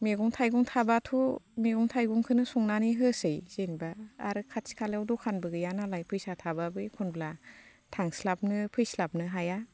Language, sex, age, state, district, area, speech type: Bodo, female, 30-45, Assam, Baksa, rural, spontaneous